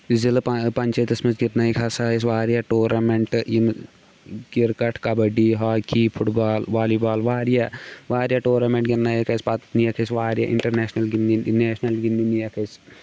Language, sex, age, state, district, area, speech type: Kashmiri, male, 18-30, Jammu and Kashmir, Shopian, rural, spontaneous